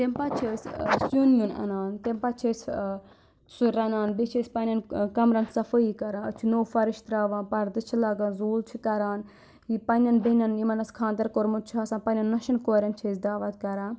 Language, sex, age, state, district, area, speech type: Kashmiri, male, 45-60, Jammu and Kashmir, Budgam, rural, spontaneous